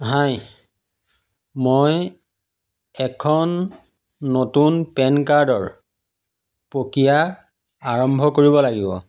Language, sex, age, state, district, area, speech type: Assamese, male, 45-60, Assam, Majuli, rural, read